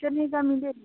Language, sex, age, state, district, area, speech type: Hindi, female, 18-30, Uttar Pradesh, Jaunpur, rural, conversation